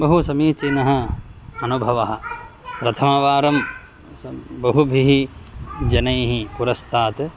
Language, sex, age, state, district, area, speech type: Sanskrit, male, 60+, Karnataka, Shimoga, urban, spontaneous